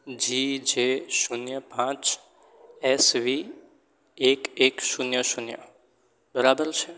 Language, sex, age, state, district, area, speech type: Gujarati, male, 18-30, Gujarat, Surat, rural, spontaneous